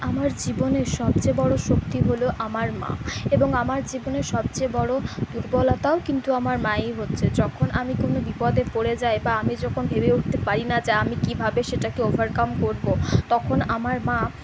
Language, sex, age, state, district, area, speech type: Bengali, female, 45-60, West Bengal, Purulia, urban, spontaneous